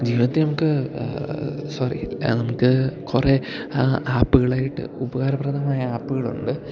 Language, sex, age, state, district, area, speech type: Malayalam, male, 18-30, Kerala, Idukki, rural, spontaneous